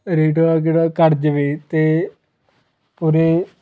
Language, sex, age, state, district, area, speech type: Punjabi, male, 18-30, Punjab, Fatehgarh Sahib, rural, spontaneous